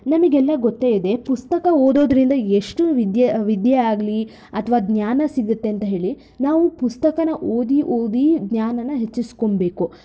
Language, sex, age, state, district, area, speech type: Kannada, female, 18-30, Karnataka, Shimoga, urban, spontaneous